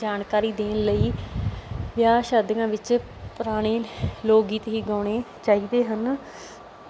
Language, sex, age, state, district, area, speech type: Punjabi, female, 30-45, Punjab, Bathinda, rural, spontaneous